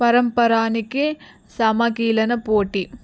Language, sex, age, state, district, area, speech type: Telugu, female, 18-30, Telangana, Narayanpet, rural, spontaneous